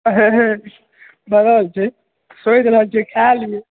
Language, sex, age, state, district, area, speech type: Maithili, male, 45-60, Bihar, Purnia, rural, conversation